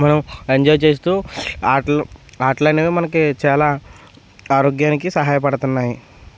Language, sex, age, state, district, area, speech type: Telugu, male, 30-45, Andhra Pradesh, West Godavari, rural, spontaneous